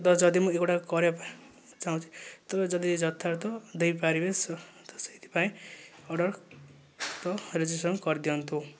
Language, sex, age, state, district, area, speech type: Odia, male, 18-30, Odisha, Kandhamal, rural, spontaneous